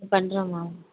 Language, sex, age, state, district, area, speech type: Tamil, female, 45-60, Tamil Nadu, Kanchipuram, urban, conversation